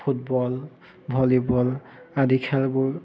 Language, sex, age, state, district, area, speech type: Assamese, male, 30-45, Assam, Dibrugarh, rural, spontaneous